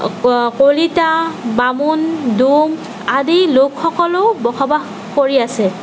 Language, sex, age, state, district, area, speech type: Assamese, female, 30-45, Assam, Nagaon, rural, spontaneous